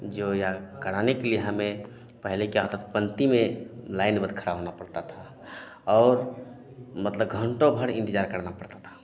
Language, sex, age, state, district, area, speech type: Hindi, male, 30-45, Bihar, Madhepura, rural, spontaneous